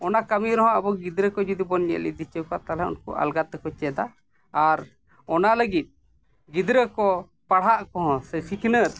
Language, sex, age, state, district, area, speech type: Santali, male, 45-60, Jharkhand, East Singhbhum, rural, spontaneous